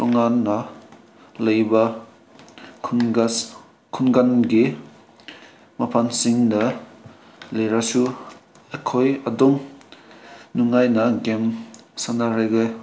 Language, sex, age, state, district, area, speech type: Manipuri, male, 18-30, Manipur, Senapati, rural, spontaneous